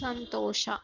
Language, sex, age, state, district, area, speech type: Kannada, female, 30-45, Karnataka, Bangalore Urban, rural, read